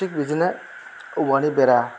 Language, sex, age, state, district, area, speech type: Bodo, male, 30-45, Assam, Chirang, rural, spontaneous